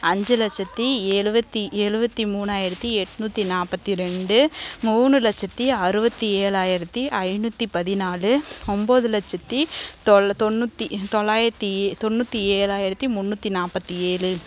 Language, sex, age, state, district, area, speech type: Tamil, female, 18-30, Tamil Nadu, Namakkal, rural, spontaneous